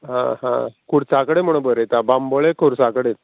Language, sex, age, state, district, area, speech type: Goan Konkani, male, 45-60, Goa, Murmgao, rural, conversation